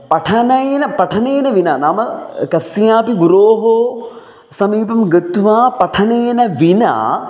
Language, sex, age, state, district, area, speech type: Sanskrit, male, 30-45, Kerala, Palakkad, urban, spontaneous